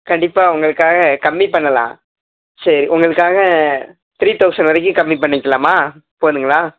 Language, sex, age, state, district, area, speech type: Tamil, male, 18-30, Tamil Nadu, Perambalur, urban, conversation